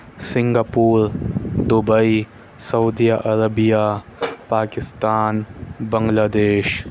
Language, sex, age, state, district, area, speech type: Urdu, male, 30-45, Delhi, Central Delhi, urban, spontaneous